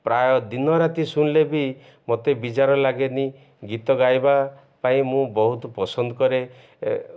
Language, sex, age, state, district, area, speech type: Odia, male, 60+, Odisha, Ganjam, urban, spontaneous